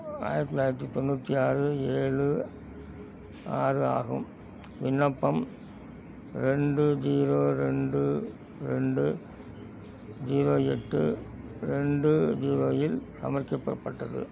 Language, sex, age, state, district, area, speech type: Tamil, male, 60+, Tamil Nadu, Thanjavur, rural, read